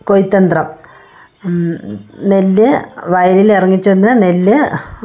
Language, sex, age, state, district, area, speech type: Malayalam, female, 45-60, Kerala, Wayanad, rural, spontaneous